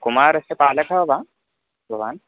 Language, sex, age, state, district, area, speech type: Sanskrit, male, 18-30, Maharashtra, Nashik, rural, conversation